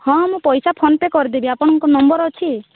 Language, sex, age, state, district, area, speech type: Odia, female, 18-30, Odisha, Rayagada, rural, conversation